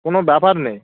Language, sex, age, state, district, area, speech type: Bengali, male, 30-45, West Bengal, Birbhum, urban, conversation